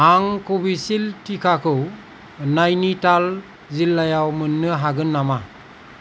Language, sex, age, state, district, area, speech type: Bodo, male, 45-60, Assam, Kokrajhar, rural, read